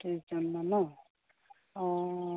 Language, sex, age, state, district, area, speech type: Assamese, female, 45-60, Assam, Sivasagar, rural, conversation